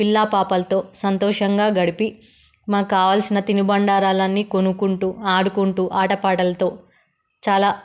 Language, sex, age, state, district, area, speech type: Telugu, female, 30-45, Telangana, Peddapalli, rural, spontaneous